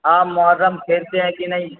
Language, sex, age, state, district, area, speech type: Urdu, male, 45-60, Bihar, Supaul, rural, conversation